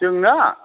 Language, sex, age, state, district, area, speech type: Bodo, male, 60+, Assam, Chirang, rural, conversation